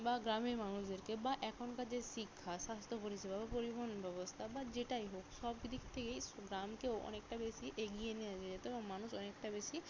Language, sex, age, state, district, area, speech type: Bengali, female, 30-45, West Bengal, Bankura, urban, spontaneous